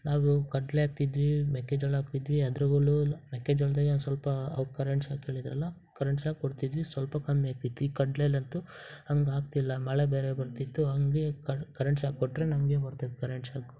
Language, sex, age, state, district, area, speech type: Kannada, male, 18-30, Karnataka, Chitradurga, rural, spontaneous